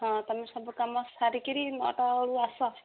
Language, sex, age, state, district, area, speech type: Odia, female, 45-60, Odisha, Gajapati, rural, conversation